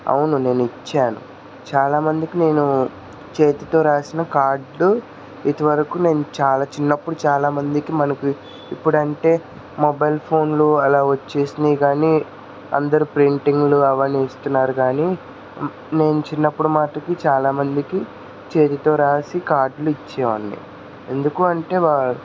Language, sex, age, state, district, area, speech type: Telugu, male, 30-45, Andhra Pradesh, N T Rama Rao, urban, spontaneous